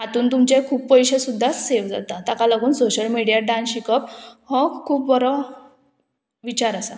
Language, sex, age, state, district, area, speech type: Goan Konkani, female, 18-30, Goa, Murmgao, urban, spontaneous